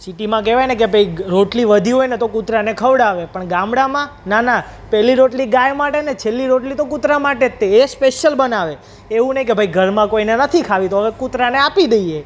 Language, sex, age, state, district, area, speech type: Gujarati, male, 18-30, Gujarat, Surat, urban, spontaneous